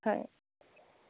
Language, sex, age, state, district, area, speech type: Assamese, female, 45-60, Assam, Morigaon, urban, conversation